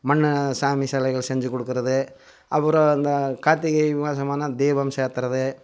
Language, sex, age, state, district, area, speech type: Tamil, male, 60+, Tamil Nadu, Coimbatore, rural, spontaneous